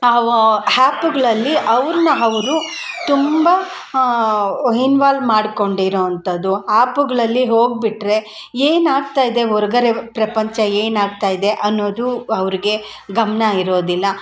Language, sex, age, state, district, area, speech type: Kannada, female, 45-60, Karnataka, Kolar, urban, spontaneous